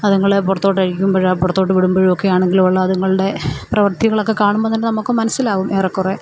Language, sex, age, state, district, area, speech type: Malayalam, female, 45-60, Kerala, Alappuzha, urban, spontaneous